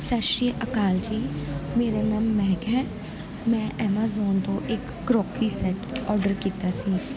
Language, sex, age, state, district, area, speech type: Punjabi, female, 18-30, Punjab, Gurdaspur, rural, spontaneous